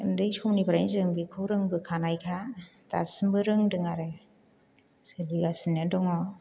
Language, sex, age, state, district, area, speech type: Bodo, female, 60+, Assam, Chirang, rural, spontaneous